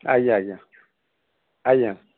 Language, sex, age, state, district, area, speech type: Odia, male, 60+, Odisha, Balasore, rural, conversation